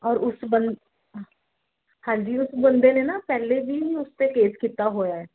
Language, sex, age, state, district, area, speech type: Punjabi, female, 30-45, Punjab, Ludhiana, urban, conversation